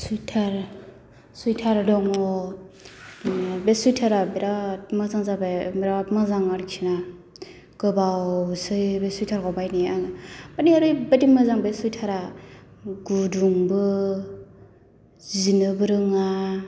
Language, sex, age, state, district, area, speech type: Bodo, female, 30-45, Assam, Chirang, urban, spontaneous